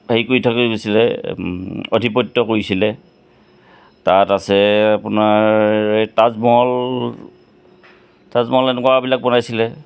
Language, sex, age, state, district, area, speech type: Assamese, male, 45-60, Assam, Charaideo, urban, spontaneous